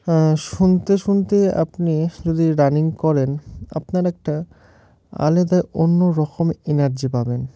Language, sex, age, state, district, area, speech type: Bengali, male, 30-45, West Bengal, Murshidabad, urban, spontaneous